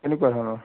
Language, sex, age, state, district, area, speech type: Assamese, male, 60+, Assam, Majuli, urban, conversation